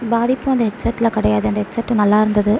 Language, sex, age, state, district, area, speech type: Tamil, female, 18-30, Tamil Nadu, Sivaganga, rural, spontaneous